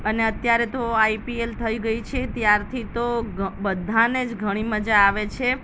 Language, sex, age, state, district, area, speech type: Gujarati, female, 30-45, Gujarat, Ahmedabad, urban, spontaneous